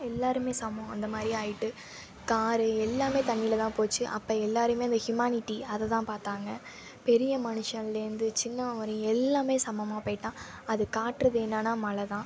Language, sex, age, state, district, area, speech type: Tamil, female, 18-30, Tamil Nadu, Thanjavur, urban, spontaneous